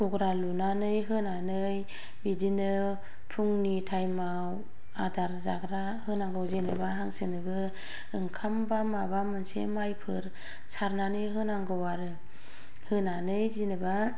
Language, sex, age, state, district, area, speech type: Bodo, female, 45-60, Assam, Kokrajhar, rural, spontaneous